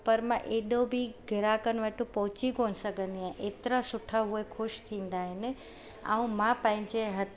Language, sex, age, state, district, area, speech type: Sindhi, female, 45-60, Gujarat, Surat, urban, spontaneous